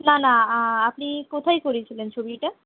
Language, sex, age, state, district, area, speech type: Bengali, female, 30-45, West Bengal, Purulia, urban, conversation